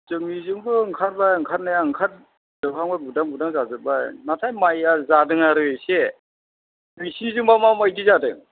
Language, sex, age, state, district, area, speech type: Bodo, male, 60+, Assam, Chirang, rural, conversation